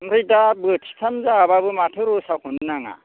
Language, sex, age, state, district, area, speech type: Bodo, male, 60+, Assam, Chirang, rural, conversation